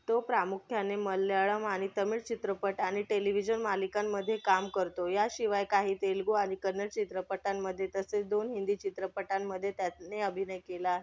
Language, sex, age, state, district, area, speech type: Marathi, female, 18-30, Maharashtra, Thane, urban, read